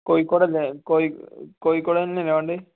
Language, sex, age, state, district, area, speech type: Malayalam, male, 18-30, Kerala, Kozhikode, rural, conversation